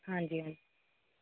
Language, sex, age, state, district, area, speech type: Punjabi, female, 45-60, Punjab, Pathankot, urban, conversation